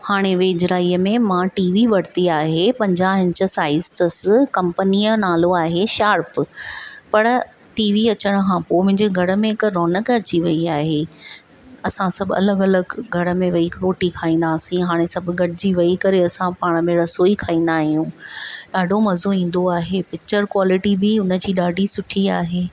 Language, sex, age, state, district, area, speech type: Sindhi, female, 45-60, Maharashtra, Thane, urban, spontaneous